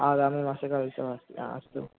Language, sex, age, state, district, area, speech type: Sanskrit, male, 18-30, Kerala, Thrissur, rural, conversation